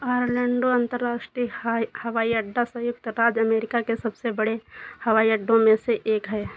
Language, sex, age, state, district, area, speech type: Hindi, female, 30-45, Uttar Pradesh, Sitapur, rural, read